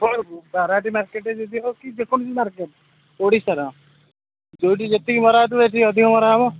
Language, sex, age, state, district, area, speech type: Odia, male, 45-60, Odisha, Sambalpur, rural, conversation